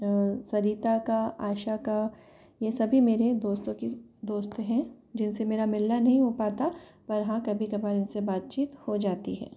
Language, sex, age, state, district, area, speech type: Hindi, female, 45-60, Rajasthan, Jaipur, urban, spontaneous